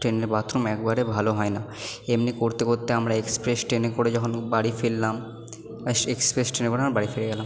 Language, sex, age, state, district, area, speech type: Bengali, male, 18-30, West Bengal, Purba Bardhaman, urban, spontaneous